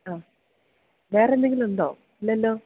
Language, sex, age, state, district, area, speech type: Malayalam, female, 18-30, Kerala, Idukki, rural, conversation